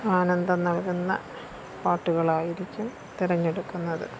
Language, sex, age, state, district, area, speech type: Malayalam, female, 60+, Kerala, Thiruvananthapuram, rural, spontaneous